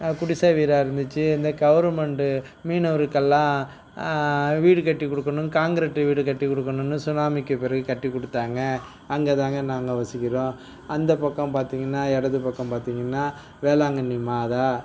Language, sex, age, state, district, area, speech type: Tamil, male, 45-60, Tamil Nadu, Nagapattinam, rural, spontaneous